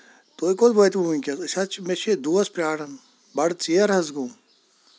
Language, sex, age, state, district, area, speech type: Kashmiri, male, 45-60, Jammu and Kashmir, Kulgam, rural, spontaneous